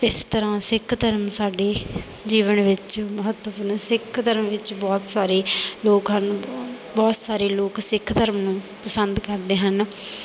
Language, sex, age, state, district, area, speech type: Punjabi, female, 18-30, Punjab, Bathinda, rural, spontaneous